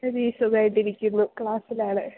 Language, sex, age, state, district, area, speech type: Malayalam, female, 18-30, Kerala, Idukki, rural, conversation